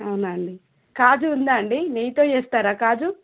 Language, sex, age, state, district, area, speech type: Telugu, female, 30-45, Telangana, Peddapalli, urban, conversation